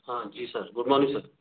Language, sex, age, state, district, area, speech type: Hindi, male, 45-60, Madhya Pradesh, Gwalior, rural, conversation